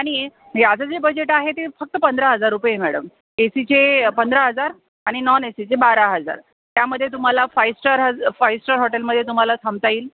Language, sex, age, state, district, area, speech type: Marathi, female, 30-45, Maharashtra, Jalna, urban, conversation